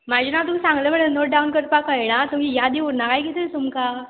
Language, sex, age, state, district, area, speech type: Goan Konkani, female, 18-30, Goa, Murmgao, rural, conversation